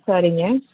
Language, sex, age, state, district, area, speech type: Tamil, female, 45-60, Tamil Nadu, Kanchipuram, urban, conversation